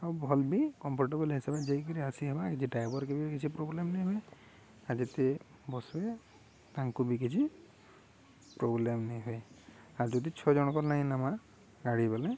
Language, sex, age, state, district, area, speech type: Odia, male, 30-45, Odisha, Balangir, urban, spontaneous